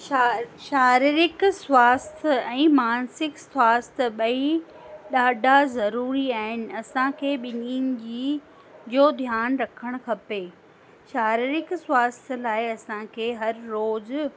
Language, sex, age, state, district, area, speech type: Sindhi, female, 45-60, Rajasthan, Ajmer, urban, spontaneous